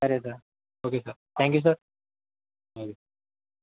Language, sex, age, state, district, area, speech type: Telugu, male, 18-30, Telangana, Yadadri Bhuvanagiri, urban, conversation